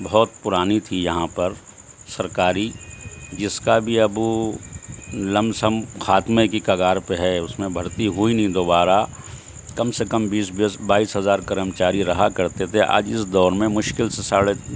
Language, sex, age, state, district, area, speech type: Urdu, male, 60+, Uttar Pradesh, Shahjahanpur, rural, spontaneous